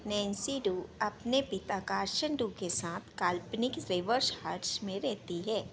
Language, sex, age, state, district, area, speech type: Hindi, female, 30-45, Madhya Pradesh, Harda, urban, read